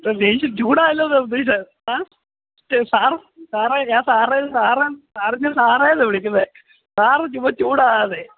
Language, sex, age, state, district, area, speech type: Malayalam, male, 18-30, Kerala, Idukki, rural, conversation